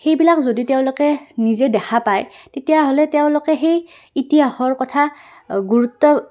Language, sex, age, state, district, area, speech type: Assamese, female, 18-30, Assam, Goalpara, urban, spontaneous